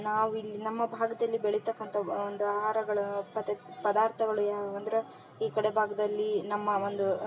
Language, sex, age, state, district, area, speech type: Kannada, female, 30-45, Karnataka, Vijayanagara, rural, spontaneous